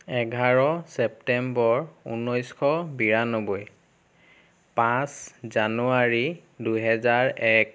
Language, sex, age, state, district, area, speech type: Assamese, male, 30-45, Assam, Biswanath, rural, spontaneous